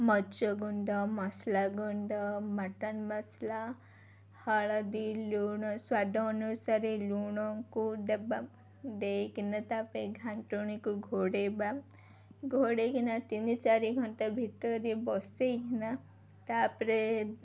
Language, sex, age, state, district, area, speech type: Odia, female, 18-30, Odisha, Ganjam, urban, spontaneous